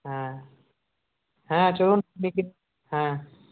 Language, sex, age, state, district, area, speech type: Bengali, male, 30-45, West Bengal, Purulia, rural, conversation